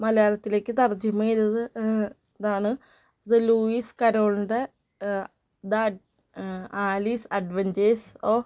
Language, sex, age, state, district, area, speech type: Malayalam, female, 18-30, Kerala, Ernakulam, rural, spontaneous